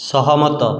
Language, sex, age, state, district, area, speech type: Odia, male, 18-30, Odisha, Puri, urban, read